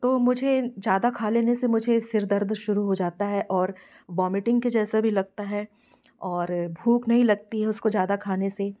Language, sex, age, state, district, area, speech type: Hindi, female, 45-60, Madhya Pradesh, Jabalpur, urban, spontaneous